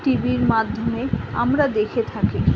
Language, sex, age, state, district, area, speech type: Bengali, female, 45-60, West Bengal, Kolkata, urban, spontaneous